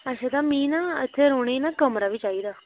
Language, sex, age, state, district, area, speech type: Dogri, female, 18-30, Jammu and Kashmir, Reasi, rural, conversation